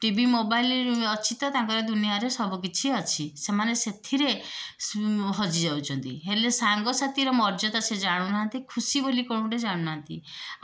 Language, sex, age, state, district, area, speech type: Odia, female, 45-60, Odisha, Puri, urban, spontaneous